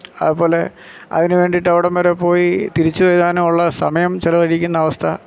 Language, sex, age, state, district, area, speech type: Malayalam, male, 45-60, Kerala, Alappuzha, rural, spontaneous